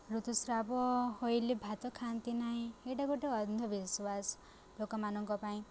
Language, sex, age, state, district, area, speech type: Odia, female, 18-30, Odisha, Subarnapur, urban, spontaneous